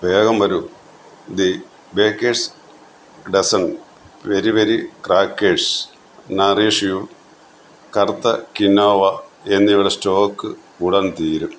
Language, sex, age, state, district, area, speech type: Malayalam, male, 60+, Kerala, Kottayam, rural, read